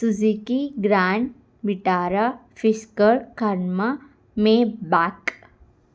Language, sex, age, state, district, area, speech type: Telugu, female, 18-30, Andhra Pradesh, Guntur, urban, spontaneous